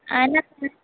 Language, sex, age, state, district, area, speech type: Sindhi, female, 18-30, Gujarat, Junagadh, urban, conversation